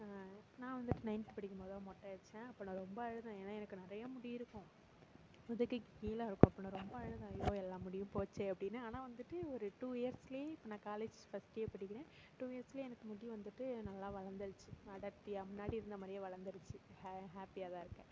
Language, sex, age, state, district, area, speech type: Tamil, female, 18-30, Tamil Nadu, Mayiladuthurai, rural, spontaneous